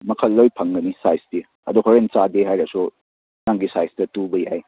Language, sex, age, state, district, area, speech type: Manipuri, male, 18-30, Manipur, Churachandpur, rural, conversation